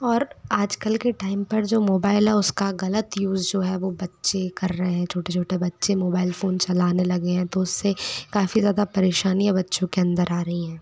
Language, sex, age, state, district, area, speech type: Hindi, female, 30-45, Madhya Pradesh, Bhopal, urban, spontaneous